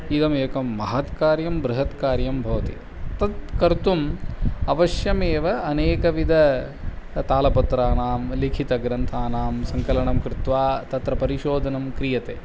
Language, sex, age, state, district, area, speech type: Sanskrit, male, 45-60, Tamil Nadu, Kanchipuram, urban, spontaneous